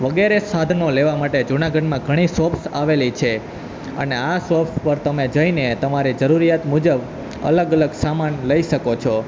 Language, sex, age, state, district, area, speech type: Gujarati, male, 18-30, Gujarat, Junagadh, rural, spontaneous